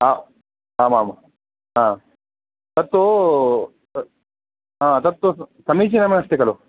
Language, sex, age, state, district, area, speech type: Sanskrit, male, 18-30, Karnataka, Uttara Kannada, rural, conversation